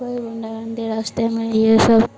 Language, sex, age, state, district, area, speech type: Hindi, female, 18-30, Bihar, Madhepura, rural, spontaneous